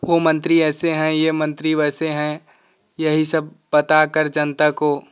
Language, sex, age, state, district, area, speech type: Hindi, male, 18-30, Uttar Pradesh, Pratapgarh, rural, spontaneous